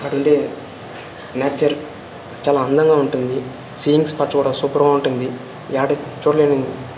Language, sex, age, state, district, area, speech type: Telugu, male, 18-30, Andhra Pradesh, Sri Balaji, rural, spontaneous